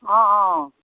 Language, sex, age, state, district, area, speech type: Assamese, female, 60+, Assam, Sivasagar, rural, conversation